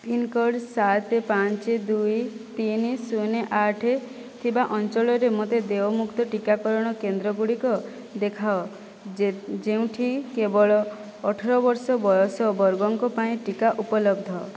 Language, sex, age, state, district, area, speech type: Odia, female, 18-30, Odisha, Boudh, rural, read